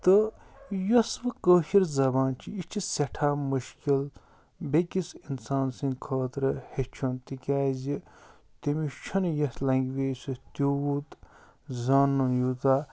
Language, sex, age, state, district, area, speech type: Kashmiri, male, 30-45, Jammu and Kashmir, Ganderbal, rural, spontaneous